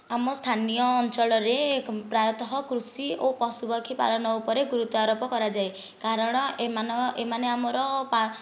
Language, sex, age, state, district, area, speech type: Odia, female, 30-45, Odisha, Nayagarh, rural, spontaneous